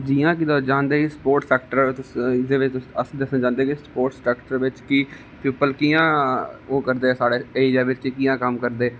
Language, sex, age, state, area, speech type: Dogri, male, 18-30, Jammu and Kashmir, rural, spontaneous